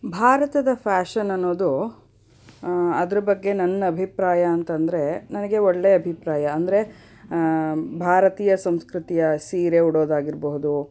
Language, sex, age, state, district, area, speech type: Kannada, female, 30-45, Karnataka, Davanagere, urban, spontaneous